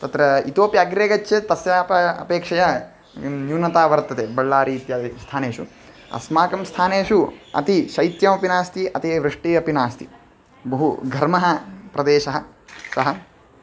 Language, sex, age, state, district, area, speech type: Sanskrit, male, 18-30, Karnataka, Chitradurga, rural, spontaneous